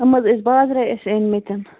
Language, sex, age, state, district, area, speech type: Kashmiri, female, 45-60, Jammu and Kashmir, Baramulla, urban, conversation